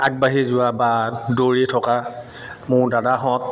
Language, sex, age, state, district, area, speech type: Assamese, male, 30-45, Assam, Sivasagar, urban, spontaneous